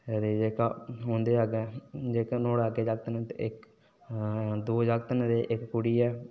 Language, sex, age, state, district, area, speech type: Dogri, male, 18-30, Jammu and Kashmir, Udhampur, rural, spontaneous